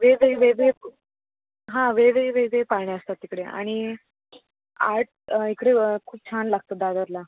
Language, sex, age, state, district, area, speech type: Marathi, female, 18-30, Maharashtra, Solapur, urban, conversation